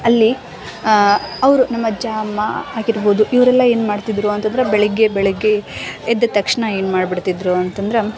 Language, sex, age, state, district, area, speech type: Kannada, female, 18-30, Karnataka, Gadag, rural, spontaneous